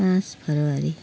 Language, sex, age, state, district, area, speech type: Nepali, female, 60+, West Bengal, Jalpaiguri, urban, spontaneous